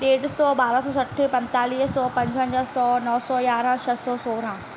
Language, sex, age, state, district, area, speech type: Sindhi, female, 18-30, Madhya Pradesh, Katni, urban, spontaneous